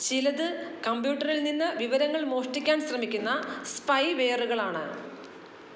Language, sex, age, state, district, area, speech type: Malayalam, female, 45-60, Kerala, Alappuzha, rural, read